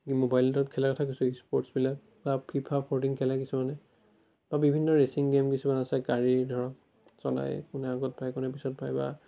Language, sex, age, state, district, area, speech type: Assamese, male, 18-30, Assam, Biswanath, rural, spontaneous